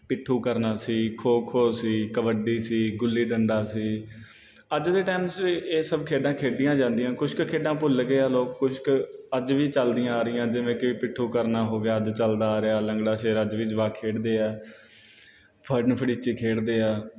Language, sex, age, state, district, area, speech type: Punjabi, male, 18-30, Punjab, Bathinda, rural, spontaneous